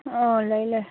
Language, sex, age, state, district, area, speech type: Manipuri, female, 45-60, Manipur, Churachandpur, urban, conversation